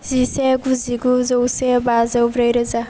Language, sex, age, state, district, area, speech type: Bodo, female, 18-30, Assam, Chirang, rural, spontaneous